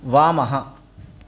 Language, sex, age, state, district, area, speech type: Sanskrit, male, 30-45, Karnataka, Dakshina Kannada, rural, read